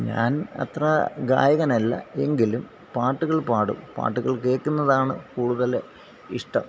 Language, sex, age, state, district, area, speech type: Malayalam, male, 45-60, Kerala, Alappuzha, rural, spontaneous